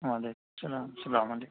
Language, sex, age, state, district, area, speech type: Urdu, male, 18-30, Bihar, Purnia, rural, conversation